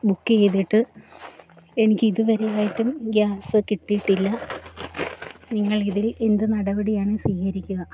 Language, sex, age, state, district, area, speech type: Malayalam, female, 30-45, Kerala, Kollam, rural, spontaneous